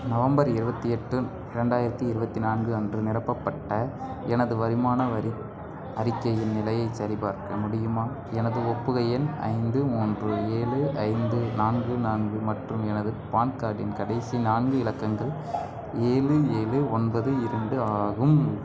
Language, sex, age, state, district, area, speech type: Tamil, male, 18-30, Tamil Nadu, Madurai, rural, read